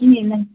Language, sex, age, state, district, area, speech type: Kashmiri, female, 18-30, Jammu and Kashmir, Pulwama, urban, conversation